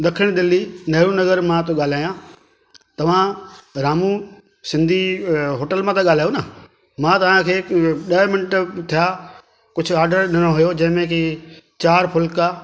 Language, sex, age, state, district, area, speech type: Sindhi, male, 45-60, Delhi, South Delhi, urban, spontaneous